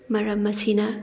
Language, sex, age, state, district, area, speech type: Manipuri, female, 30-45, Manipur, Thoubal, rural, spontaneous